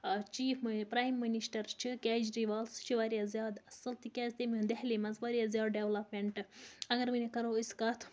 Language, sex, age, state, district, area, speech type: Kashmiri, female, 60+, Jammu and Kashmir, Baramulla, rural, spontaneous